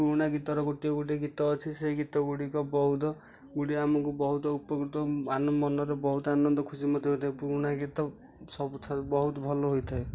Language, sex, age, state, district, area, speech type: Odia, male, 18-30, Odisha, Nayagarh, rural, spontaneous